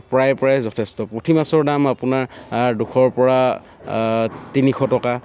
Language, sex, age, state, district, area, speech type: Assamese, male, 30-45, Assam, Dhemaji, rural, spontaneous